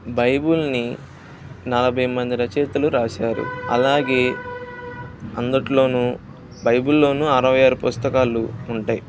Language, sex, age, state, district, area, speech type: Telugu, male, 18-30, Andhra Pradesh, Bapatla, rural, spontaneous